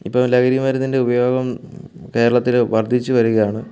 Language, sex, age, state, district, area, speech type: Malayalam, male, 30-45, Kerala, Kottayam, urban, spontaneous